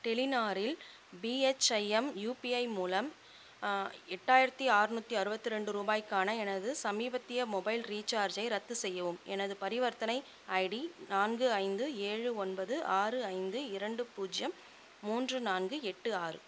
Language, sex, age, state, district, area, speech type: Tamil, female, 45-60, Tamil Nadu, Chengalpattu, rural, read